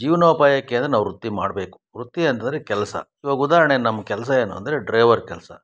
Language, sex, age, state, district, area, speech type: Kannada, male, 60+, Karnataka, Chikkaballapur, rural, spontaneous